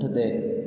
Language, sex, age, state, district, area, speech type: Sindhi, male, 18-30, Gujarat, Junagadh, urban, read